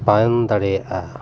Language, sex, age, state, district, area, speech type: Santali, male, 45-60, West Bengal, Paschim Bardhaman, urban, spontaneous